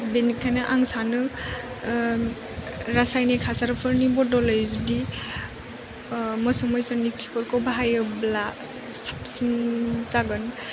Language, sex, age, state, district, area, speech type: Bodo, female, 18-30, Assam, Chirang, rural, spontaneous